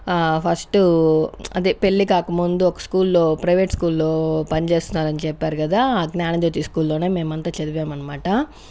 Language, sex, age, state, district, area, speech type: Telugu, female, 18-30, Andhra Pradesh, Chittoor, rural, spontaneous